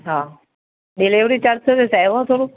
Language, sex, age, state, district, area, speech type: Gujarati, male, 18-30, Gujarat, Aravalli, urban, conversation